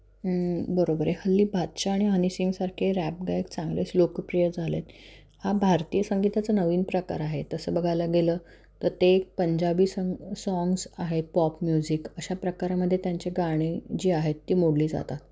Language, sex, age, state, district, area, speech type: Marathi, female, 30-45, Maharashtra, Satara, urban, spontaneous